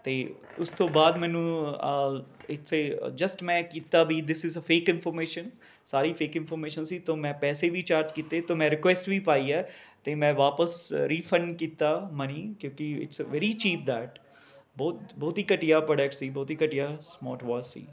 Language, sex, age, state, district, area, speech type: Punjabi, male, 30-45, Punjab, Rupnagar, urban, spontaneous